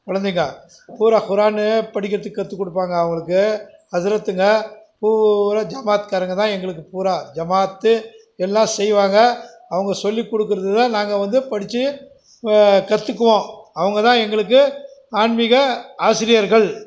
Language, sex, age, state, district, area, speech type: Tamil, male, 60+, Tamil Nadu, Krishnagiri, rural, spontaneous